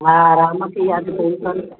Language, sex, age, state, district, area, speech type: Sindhi, female, 30-45, Gujarat, Junagadh, rural, conversation